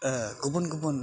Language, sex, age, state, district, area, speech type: Bodo, male, 60+, Assam, Kokrajhar, urban, spontaneous